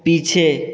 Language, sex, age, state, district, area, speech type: Hindi, male, 18-30, Bihar, Begusarai, rural, read